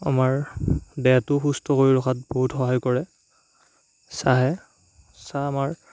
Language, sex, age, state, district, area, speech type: Assamese, male, 18-30, Assam, Darrang, rural, spontaneous